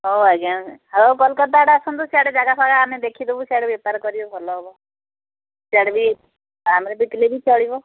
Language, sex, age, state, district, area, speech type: Odia, female, 60+, Odisha, Jharsuguda, rural, conversation